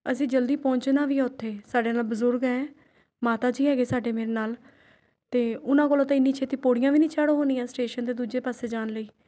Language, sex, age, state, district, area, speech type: Punjabi, female, 30-45, Punjab, Rupnagar, urban, spontaneous